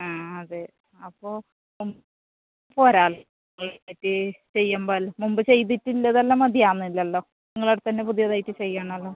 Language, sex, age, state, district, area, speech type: Malayalam, female, 30-45, Kerala, Kasaragod, rural, conversation